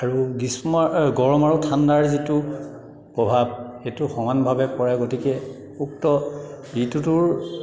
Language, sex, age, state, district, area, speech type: Assamese, male, 45-60, Assam, Dhemaji, rural, spontaneous